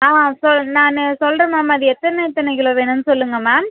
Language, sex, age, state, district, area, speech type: Tamil, female, 18-30, Tamil Nadu, Cuddalore, rural, conversation